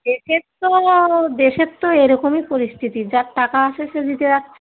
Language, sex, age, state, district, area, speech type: Bengali, female, 45-60, West Bengal, Darjeeling, urban, conversation